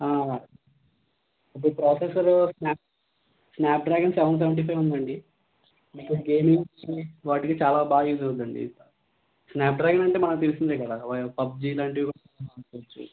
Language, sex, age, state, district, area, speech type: Telugu, male, 18-30, Andhra Pradesh, Konaseema, rural, conversation